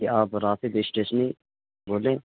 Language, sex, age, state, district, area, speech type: Urdu, male, 18-30, Bihar, Purnia, rural, conversation